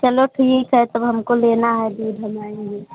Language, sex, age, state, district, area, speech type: Hindi, female, 18-30, Uttar Pradesh, Prayagraj, rural, conversation